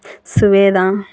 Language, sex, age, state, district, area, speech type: Telugu, female, 30-45, Andhra Pradesh, Kurnool, rural, spontaneous